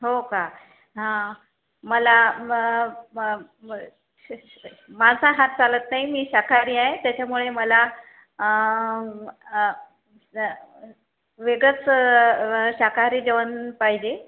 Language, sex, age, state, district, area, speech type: Marathi, female, 45-60, Maharashtra, Buldhana, rural, conversation